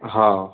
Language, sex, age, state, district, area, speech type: Marathi, male, 18-30, Maharashtra, Wardha, urban, conversation